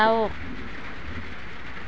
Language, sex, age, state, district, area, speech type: Assamese, female, 45-60, Assam, Darrang, rural, read